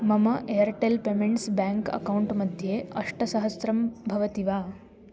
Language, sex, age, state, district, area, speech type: Sanskrit, female, 18-30, Maharashtra, Washim, urban, read